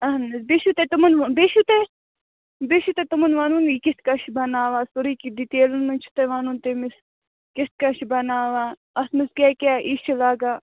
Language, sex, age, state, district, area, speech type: Kashmiri, female, 18-30, Jammu and Kashmir, Bandipora, rural, conversation